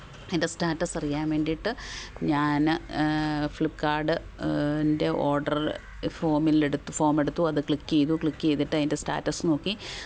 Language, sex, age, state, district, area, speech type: Malayalam, female, 45-60, Kerala, Pathanamthitta, rural, spontaneous